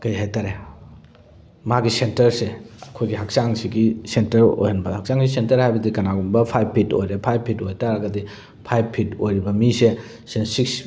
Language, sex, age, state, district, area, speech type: Manipuri, male, 45-60, Manipur, Thoubal, rural, spontaneous